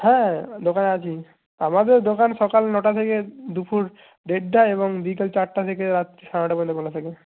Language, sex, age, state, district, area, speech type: Bengali, male, 18-30, West Bengal, Jalpaiguri, rural, conversation